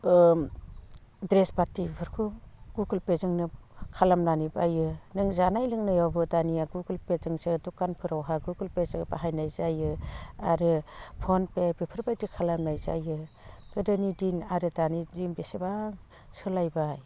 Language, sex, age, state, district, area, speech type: Bodo, female, 45-60, Assam, Udalguri, rural, spontaneous